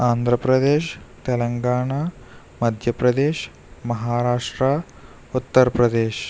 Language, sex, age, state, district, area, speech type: Telugu, male, 45-60, Andhra Pradesh, East Godavari, urban, spontaneous